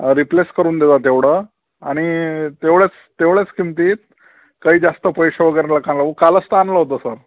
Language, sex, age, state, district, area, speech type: Marathi, male, 30-45, Maharashtra, Amravati, rural, conversation